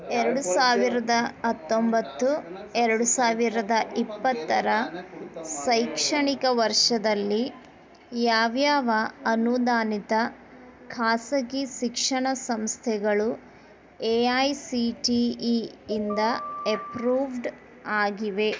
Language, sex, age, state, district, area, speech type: Kannada, female, 30-45, Karnataka, Bidar, urban, read